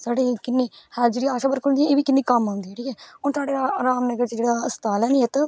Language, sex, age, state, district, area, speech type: Dogri, female, 18-30, Jammu and Kashmir, Udhampur, rural, spontaneous